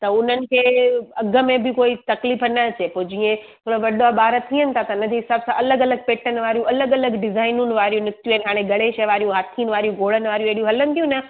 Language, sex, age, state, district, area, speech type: Sindhi, female, 30-45, Gujarat, Surat, urban, conversation